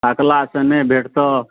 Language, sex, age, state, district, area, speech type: Maithili, male, 45-60, Bihar, Supaul, urban, conversation